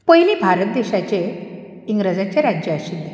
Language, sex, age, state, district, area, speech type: Goan Konkani, female, 45-60, Goa, Ponda, rural, spontaneous